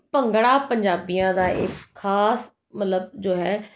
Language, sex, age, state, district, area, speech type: Punjabi, female, 30-45, Punjab, Jalandhar, urban, spontaneous